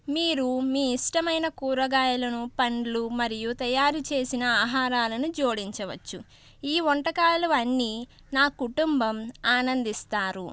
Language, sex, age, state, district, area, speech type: Telugu, female, 18-30, Andhra Pradesh, Konaseema, urban, spontaneous